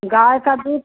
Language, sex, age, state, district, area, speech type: Hindi, female, 60+, Uttar Pradesh, Mau, rural, conversation